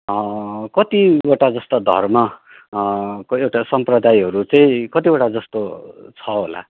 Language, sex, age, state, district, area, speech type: Nepali, male, 30-45, West Bengal, Darjeeling, rural, conversation